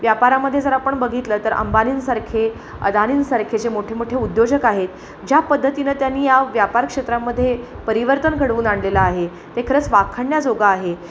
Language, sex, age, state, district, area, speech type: Marathi, female, 18-30, Maharashtra, Sangli, urban, spontaneous